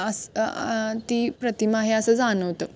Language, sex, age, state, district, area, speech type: Marathi, female, 18-30, Maharashtra, Kolhapur, urban, spontaneous